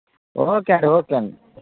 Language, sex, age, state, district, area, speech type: Telugu, male, 30-45, Andhra Pradesh, Anantapur, urban, conversation